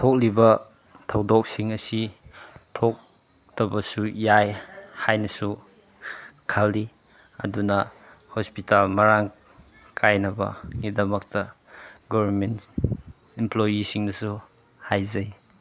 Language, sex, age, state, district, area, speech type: Manipuri, male, 30-45, Manipur, Chandel, rural, spontaneous